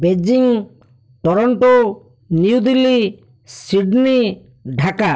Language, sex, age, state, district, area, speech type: Odia, male, 45-60, Odisha, Bhadrak, rural, spontaneous